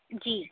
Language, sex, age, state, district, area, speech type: Hindi, female, 30-45, Madhya Pradesh, Chhindwara, urban, conversation